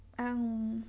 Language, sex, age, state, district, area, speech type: Bodo, female, 18-30, Assam, Kokrajhar, rural, spontaneous